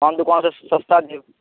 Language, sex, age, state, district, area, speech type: Maithili, male, 18-30, Bihar, Saharsa, rural, conversation